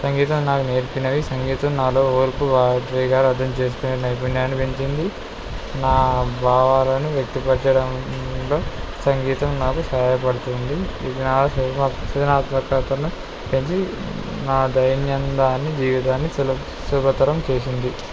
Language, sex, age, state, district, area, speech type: Telugu, male, 18-30, Telangana, Kamareddy, urban, spontaneous